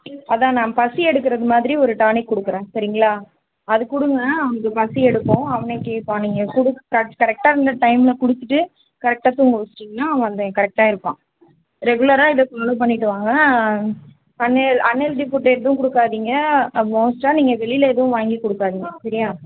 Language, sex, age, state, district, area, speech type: Tamil, female, 30-45, Tamil Nadu, Chennai, urban, conversation